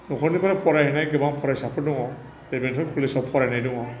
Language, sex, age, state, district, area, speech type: Bodo, male, 45-60, Assam, Chirang, urban, spontaneous